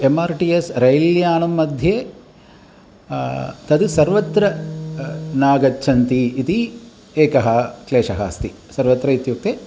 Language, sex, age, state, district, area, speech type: Sanskrit, male, 45-60, Tamil Nadu, Chennai, urban, spontaneous